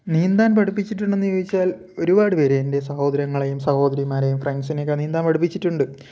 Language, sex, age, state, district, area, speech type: Malayalam, male, 18-30, Kerala, Thiruvananthapuram, rural, spontaneous